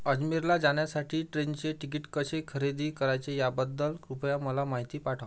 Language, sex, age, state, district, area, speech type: Marathi, male, 30-45, Maharashtra, Amravati, urban, read